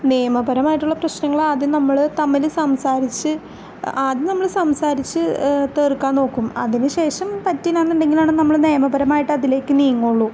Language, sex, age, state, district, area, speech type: Malayalam, female, 18-30, Kerala, Ernakulam, rural, spontaneous